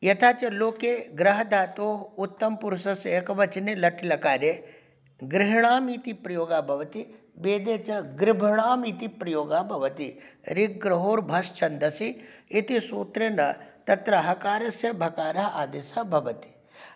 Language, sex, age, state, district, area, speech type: Sanskrit, male, 45-60, Bihar, Darbhanga, urban, spontaneous